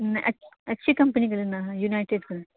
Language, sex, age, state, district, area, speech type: Urdu, female, 18-30, Bihar, Saharsa, rural, conversation